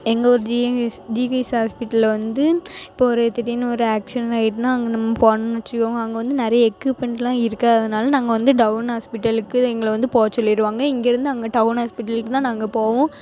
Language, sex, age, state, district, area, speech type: Tamil, female, 18-30, Tamil Nadu, Thoothukudi, rural, spontaneous